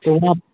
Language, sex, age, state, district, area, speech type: Hindi, male, 18-30, Bihar, Begusarai, rural, conversation